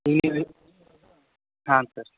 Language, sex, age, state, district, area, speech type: Kannada, male, 18-30, Karnataka, Gadag, rural, conversation